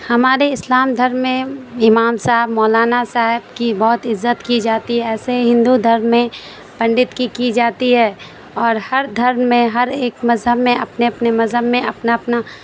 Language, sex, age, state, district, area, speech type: Urdu, female, 30-45, Bihar, Supaul, rural, spontaneous